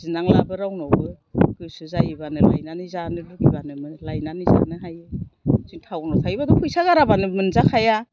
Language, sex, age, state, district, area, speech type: Bodo, female, 60+, Assam, Kokrajhar, urban, spontaneous